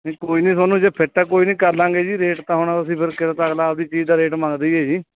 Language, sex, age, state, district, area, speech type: Punjabi, male, 30-45, Punjab, Mansa, urban, conversation